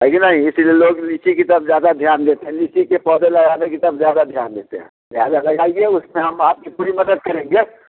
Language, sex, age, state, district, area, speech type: Hindi, male, 60+, Bihar, Muzaffarpur, rural, conversation